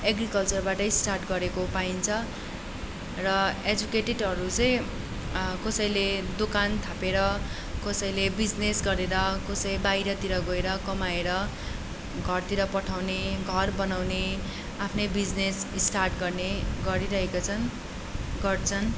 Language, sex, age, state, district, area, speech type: Nepali, female, 18-30, West Bengal, Darjeeling, rural, spontaneous